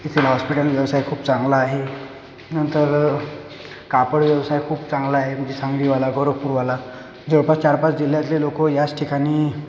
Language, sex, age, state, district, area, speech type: Marathi, male, 18-30, Maharashtra, Akola, rural, spontaneous